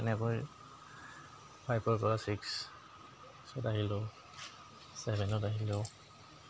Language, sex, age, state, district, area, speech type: Assamese, male, 30-45, Assam, Goalpara, urban, spontaneous